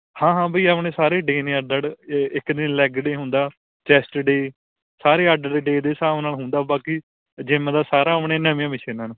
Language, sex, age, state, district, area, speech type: Punjabi, male, 18-30, Punjab, Patiala, rural, conversation